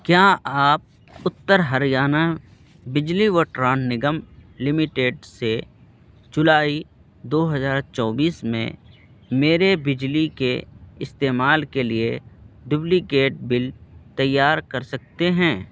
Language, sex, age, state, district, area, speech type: Urdu, male, 18-30, Bihar, Purnia, rural, read